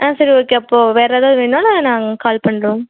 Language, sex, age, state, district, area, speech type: Tamil, female, 18-30, Tamil Nadu, Erode, rural, conversation